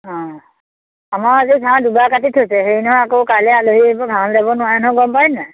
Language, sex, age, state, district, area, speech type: Assamese, female, 45-60, Assam, Majuli, urban, conversation